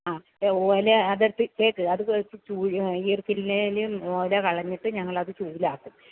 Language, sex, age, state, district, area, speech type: Malayalam, female, 60+, Kerala, Alappuzha, rural, conversation